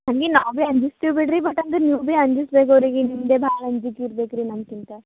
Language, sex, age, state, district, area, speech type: Kannada, female, 18-30, Karnataka, Gulbarga, rural, conversation